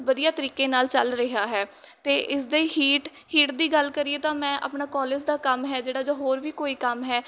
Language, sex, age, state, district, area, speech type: Punjabi, female, 18-30, Punjab, Mohali, rural, spontaneous